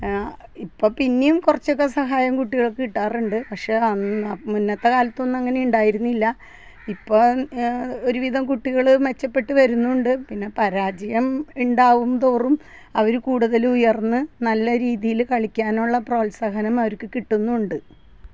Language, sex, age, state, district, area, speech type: Malayalam, female, 45-60, Kerala, Ernakulam, rural, spontaneous